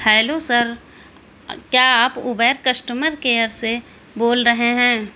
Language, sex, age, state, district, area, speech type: Urdu, female, 18-30, Delhi, South Delhi, rural, spontaneous